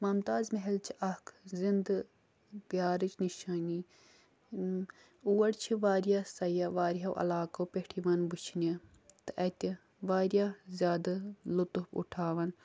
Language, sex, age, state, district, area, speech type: Kashmiri, female, 18-30, Jammu and Kashmir, Kulgam, rural, spontaneous